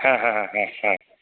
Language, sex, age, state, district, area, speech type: Sanskrit, male, 30-45, Karnataka, Raichur, rural, conversation